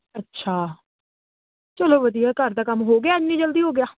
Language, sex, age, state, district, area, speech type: Punjabi, female, 18-30, Punjab, Faridkot, urban, conversation